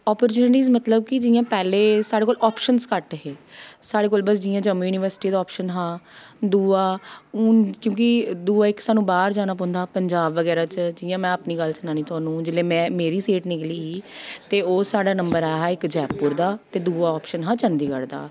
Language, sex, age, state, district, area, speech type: Dogri, female, 30-45, Jammu and Kashmir, Jammu, urban, spontaneous